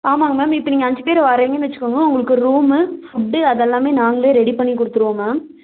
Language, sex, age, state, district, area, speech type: Tamil, female, 18-30, Tamil Nadu, Nilgiris, rural, conversation